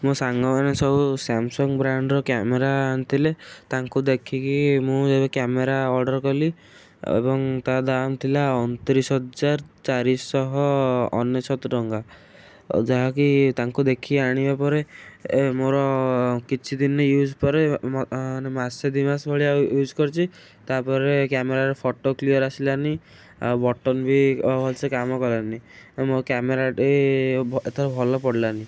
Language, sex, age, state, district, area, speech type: Odia, male, 18-30, Odisha, Kendujhar, urban, spontaneous